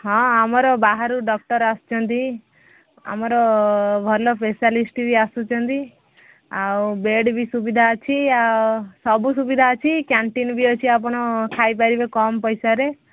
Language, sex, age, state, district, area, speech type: Odia, female, 30-45, Odisha, Sambalpur, rural, conversation